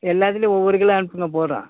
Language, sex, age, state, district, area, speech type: Tamil, male, 60+, Tamil Nadu, Thanjavur, rural, conversation